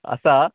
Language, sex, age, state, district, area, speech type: Goan Konkani, male, 18-30, Goa, Murmgao, urban, conversation